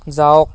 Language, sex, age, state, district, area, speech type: Assamese, male, 18-30, Assam, Lakhimpur, rural, read